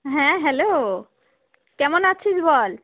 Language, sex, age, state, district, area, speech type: Bengali, female, 30-45, West Bengal, Darjeeling, rural, conversation